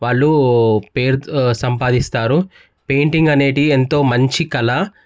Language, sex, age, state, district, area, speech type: Telugu, male, 18-30, Telangana, Medchal, urban, spontaneous